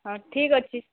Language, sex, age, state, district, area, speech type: Odia, female, 45-60, Odisha, Bhadrak, rural, conversation